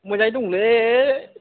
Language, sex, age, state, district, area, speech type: Bodo, male, 18-30, Assam, Kokrajhar, rural, conversation